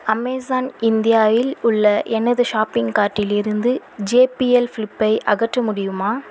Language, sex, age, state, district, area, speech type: Tamil, female, 18-30, Tamil Nadu, Vellore, urban, read